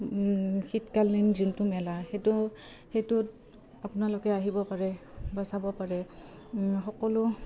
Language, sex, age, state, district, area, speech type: Assamese, female, 30-45, Assam, Udalguri, rural, spontaneous